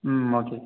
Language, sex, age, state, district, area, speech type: Tamil, male, 18-30, Tamil Nadu, Sivaganga, rural, conversation